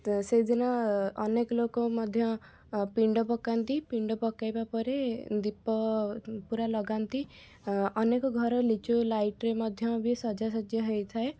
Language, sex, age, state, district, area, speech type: Odia, female, 18-30, Odisha, Cuttack, urban, spontaneous